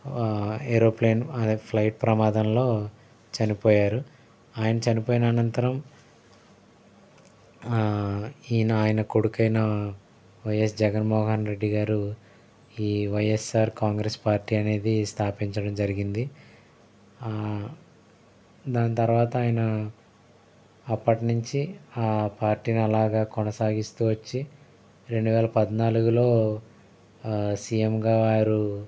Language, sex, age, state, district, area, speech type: Telugu, male, 30-45, Andhra Pradesh, Eluru, rural, spontaneous